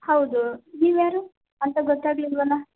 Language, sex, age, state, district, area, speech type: Kannada, female, 18-30, Karnataka, Chitradurga, rural, conversation